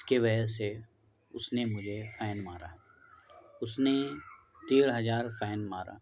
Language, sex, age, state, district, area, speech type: Urdu, male, 18-30, Bihar, Gaya, urban, spontaneous